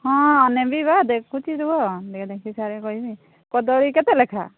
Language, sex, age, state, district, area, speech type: Odia, female, 18-30, Odisha, Mayurbhanj, rural, conversation